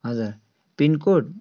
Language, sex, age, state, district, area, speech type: Nepali, male, 18-30, West Bengal, Darjeeling, urban, spontaneous